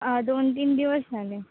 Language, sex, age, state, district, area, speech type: Marathi, female, 18-30, Maharashtra, Sindhudurg, rural, conversation